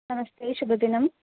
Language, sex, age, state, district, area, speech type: Sanskrit, female, 18-30, Kerala, Thrissur, rural, conversation